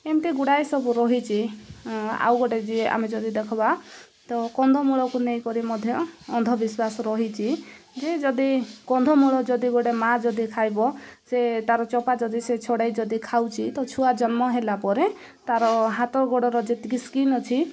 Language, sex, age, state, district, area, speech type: Odia, female, 30-45, Odisha, Koraput, urban, spontaneous